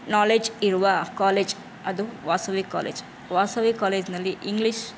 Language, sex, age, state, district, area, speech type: Kannada, female, 30-45, Karnataka, Chamarajanagar, rural, spontaneous